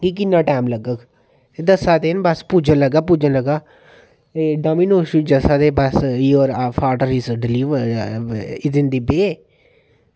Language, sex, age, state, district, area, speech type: Dogri, male, 30-45, Jammu and Kashmir, Reasi, rural, spontaneous